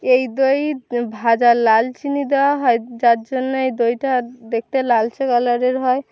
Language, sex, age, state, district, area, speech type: Bengali, female, 18-30, West Bengal, Birbhum, urban, spontaneous